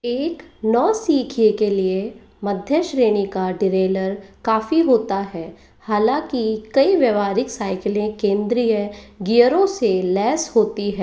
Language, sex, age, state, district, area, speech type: Hindi, female, 18-30, Rajasthan, Jaipur, urban, read